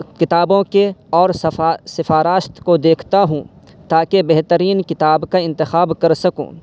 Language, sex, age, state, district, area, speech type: Urdu, male, 18-30, Uttar Pradesh, Saharanpur, urban, spontaneous